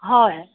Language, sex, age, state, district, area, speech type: Assamese, female, 30-45, Assam, Majuli, urban, conversation